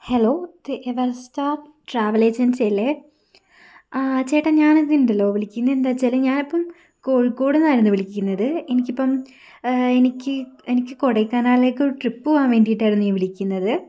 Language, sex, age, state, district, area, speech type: Malayalam, female, 18-30, Kerala, Kozhikode, rural, spontaneous